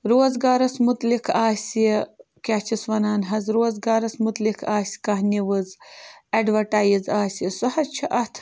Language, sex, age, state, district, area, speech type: Kashmiri, female, 18-30, Jammu and Kashmir, Bandipora, rural, spontaneous